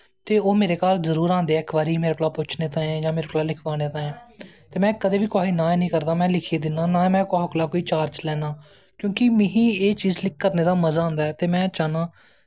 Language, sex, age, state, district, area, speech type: Dogri, male, 18-30, Jammu and Kashmir, Jammu, rural, spontaneous